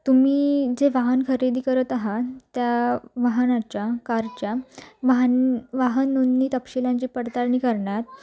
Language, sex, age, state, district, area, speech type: Marathi, female, 18-30, Maharashtra, Sindhudurg, rural, spontaneous